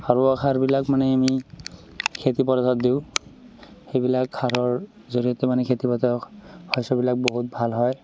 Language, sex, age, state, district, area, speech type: Assamese, male, 18-30, Assam, Barpeta, rural, spontaneous